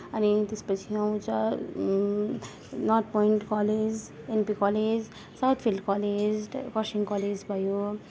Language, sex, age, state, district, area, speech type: Nepali, female, 18-30, West Bengal, Darjeeling, rural, spontaneous